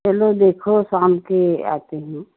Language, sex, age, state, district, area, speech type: Hindi, female, 30-45, Uttar Pradesh, Jaunpur, rural, conversation